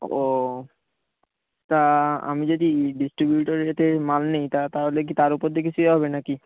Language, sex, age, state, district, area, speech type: Bengali, male, 18-30, West Bengal, Uttar Dinajpur, urban, conversation